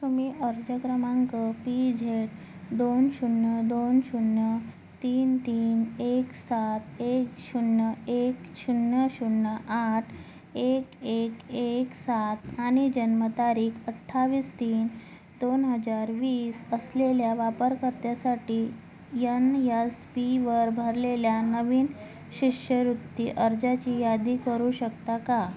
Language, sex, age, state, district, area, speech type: Marathi, female, 30-45, Maharashtra, Nagpur, urban, read